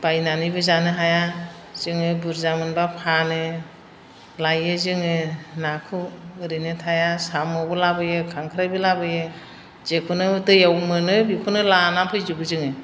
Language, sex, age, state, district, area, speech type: Bodo, female, 60+, Assam, Chirang, urban, spontaneous